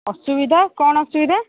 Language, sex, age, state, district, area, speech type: Odia, female, 45-60, Odisha, Angul, rural, conversation